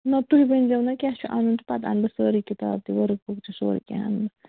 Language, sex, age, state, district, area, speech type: Kashmiri, female, 45-60, Jammu and Kashmir, Bandipora, rural, conversation